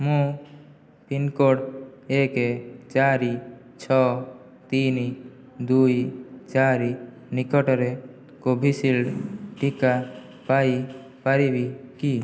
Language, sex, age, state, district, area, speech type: Odia, male, 18-30, Odisha, Jajpur, rural, read